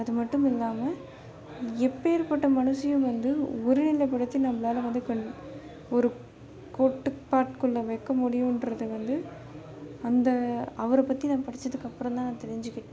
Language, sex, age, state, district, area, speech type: Tamil, female, 18-30, Tamil Nadu, Chennai, urban, spontaneous